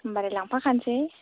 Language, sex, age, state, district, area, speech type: Bodo, female, 30-45, Assam, Kokrajhar, rural, conversation